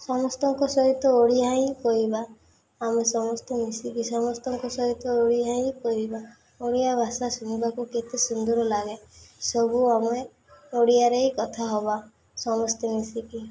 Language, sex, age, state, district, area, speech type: Odia, female, 18-30, Odisha, Malkangiri, urban, spontaneous